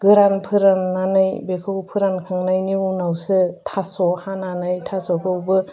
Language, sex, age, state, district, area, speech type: Bodo, female, 30-45, Assam, Udalguri, urban, spontaneous